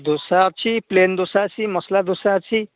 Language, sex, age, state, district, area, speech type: Odia, male, 45-60, Odisha, Gajapati, rural, conversation